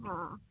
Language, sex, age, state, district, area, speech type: Odia, female, 18-30, Odisha, Sambalpur, rural, conversation